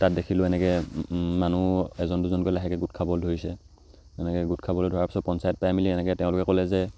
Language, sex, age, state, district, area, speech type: Assamese, male, 18-30, Assam, Charaideo, rural, spontaneous